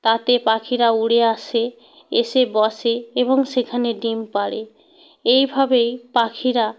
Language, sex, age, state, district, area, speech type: Bengali, female, 45-60, West Bengal, Hooghly, rural, spontaneous